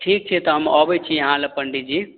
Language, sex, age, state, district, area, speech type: Maithili, male, 18-30, Bihar, Madhubani, rural, conversation